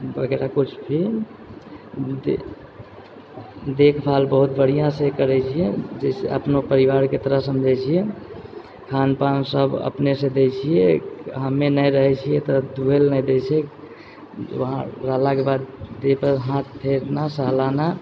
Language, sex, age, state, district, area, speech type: Maithili, female, 30-45, Bihar, Purnia, rural, spontaneous